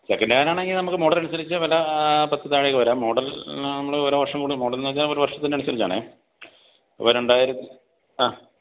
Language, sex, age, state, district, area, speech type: Malayalam, male, 45-60, Kerala, Idukki, rural, conversation